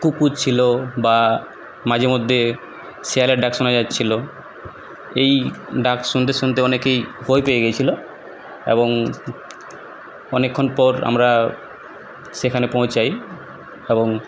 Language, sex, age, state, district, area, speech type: Bengali, male, 18-30, West Bengal, Purulia, urban, spontaneous